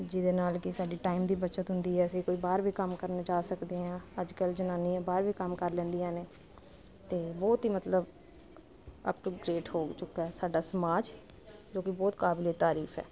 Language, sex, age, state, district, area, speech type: Punjabi, female, 30-45, Punjab, Kapurthala, urban, spontaneous